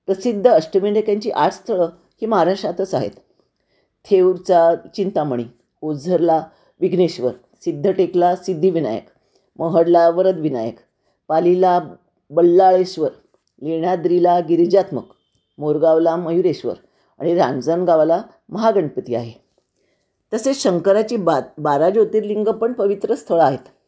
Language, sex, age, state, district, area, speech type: Marathi, female, 60+, Maharashtra, Nashik, urban, spontaneous